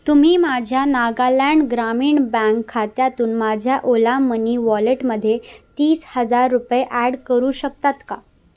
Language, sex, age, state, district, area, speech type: Marathi, female, 18-30, Maharashtra, Thane, urban, read